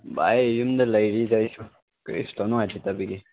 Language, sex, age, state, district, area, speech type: Manipuri, male, 18-30, Manipur, Chandel, rural, conversation